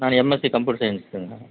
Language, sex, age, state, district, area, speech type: Tamil, male, 45-60, Tamil Nadu, Dharmapuri, urban, conversation